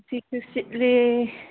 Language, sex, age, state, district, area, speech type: Manipuri, female, 18-30, Manipur, Kangpokpi, urban, conversation